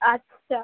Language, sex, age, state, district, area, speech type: Bengali, female, 18-30, West Bengal, North 24 Parganas, urban, conversation